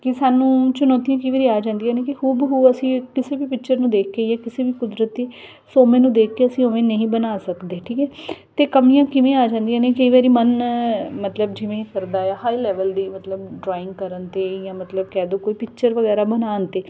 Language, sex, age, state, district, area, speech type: Punjabi, female, 30-45, Punjab, Ludhiana, urban, spontaneous